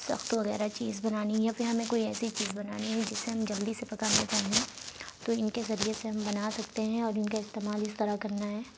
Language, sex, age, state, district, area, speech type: Urdu, female, 30-45, Uttar Pradesh, Lucknow, urban, spontaneous